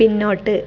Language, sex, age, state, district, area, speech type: Malayalam, female, 30-45, Kerala, Kasaragod, rural, read